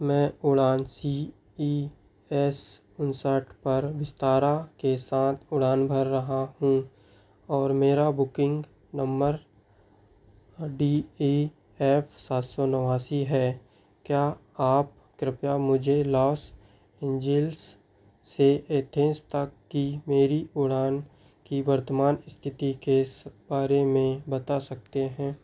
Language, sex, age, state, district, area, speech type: Hindi, male, 18-30, Madhya Pradesh, Seoni, rural, read